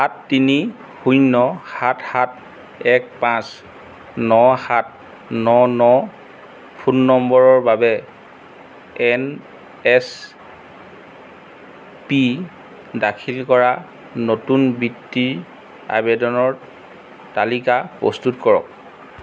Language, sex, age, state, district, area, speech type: Assamese, male, 45-60, Assam, Golaghat, urban, read